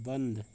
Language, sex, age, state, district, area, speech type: Hindi, male, 30-45, Uttar Pradesh, Azamgarh, rural, read